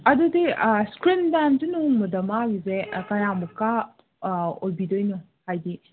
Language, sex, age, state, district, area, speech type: Manipuri, female, 18-30, Manipur, Senapati, urban, conversation